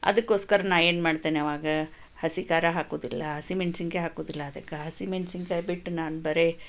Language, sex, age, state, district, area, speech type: Kannada, female, 45-60, Karnataka, Chikkaballapur, rural, spontaneous